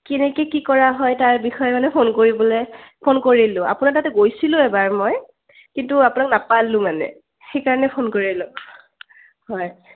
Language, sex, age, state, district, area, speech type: Assamese, female, 18-30, Assam, Kamrup Metropolitan, urban, conversation